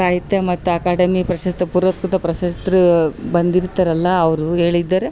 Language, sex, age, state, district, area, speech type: Kannada, female, 45-60, Karnataka, Vijayanagara, rural, spontaneous